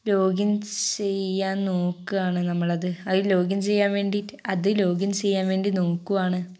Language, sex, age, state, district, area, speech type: Malayalam, female, 18-30, Kerala, Wayanad, rural, spontaneous